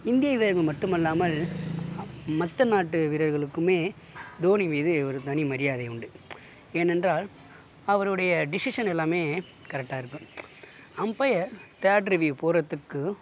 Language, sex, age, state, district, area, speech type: Tamil, male, 60+, Tamil Nadu, Mayiladuthurai, rural, spontaneous